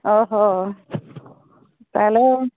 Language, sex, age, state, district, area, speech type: Odia, female, 60+, Odisha, Angul, rural, conversation